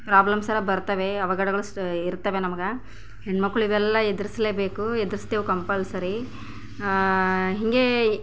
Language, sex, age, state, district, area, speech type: Kannada, female, 30-45, Karnataka, Bidar, rural, spontaneous